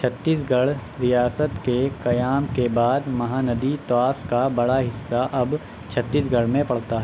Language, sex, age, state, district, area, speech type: Urdu, male, 18-30, Uttar Pradesh, Shahjahanpur, rural, read